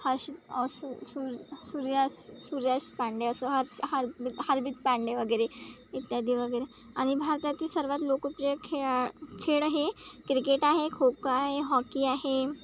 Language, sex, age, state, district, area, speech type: Marathi, female, 18-30, Maharashtra, Wardha, rural, spontaneous